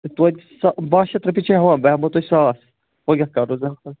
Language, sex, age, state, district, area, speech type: Kashmiri, male, 30-45, Jammu and Kashmir, Budgam, rural, conversation